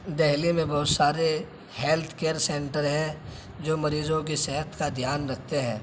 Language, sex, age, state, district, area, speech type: Urdu, male, 18-30, Delhi, Central Delhi, urban, spontaneous